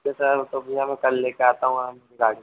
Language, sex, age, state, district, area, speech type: Hindi, male, 30-45, Madhya Pradesh, Harda, urban, conversation